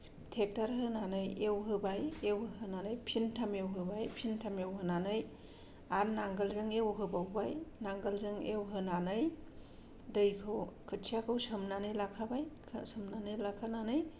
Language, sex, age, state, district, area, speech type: Bodo, female, 45-60, Assam, Kokrajhar, rural, spontaneous